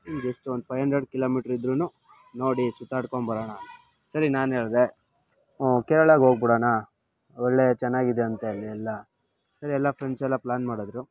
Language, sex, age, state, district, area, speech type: Kannada, male, 30-45, Karnataka, Bangalore Rural, rural, spontaneous